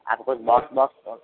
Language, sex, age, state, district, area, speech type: Hindi, male, 18-30, Rajasthan, Jodhpur, urban, conversation